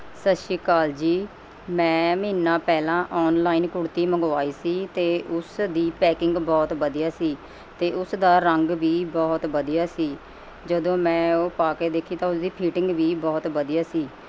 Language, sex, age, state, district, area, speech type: Punjabi, female, 45-60, Punjab, Mohali, urban, spontaneous